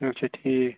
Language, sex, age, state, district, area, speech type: Kashmiri, male, 30-45, Jammu and Kashmir, Bandipora, rural, conversation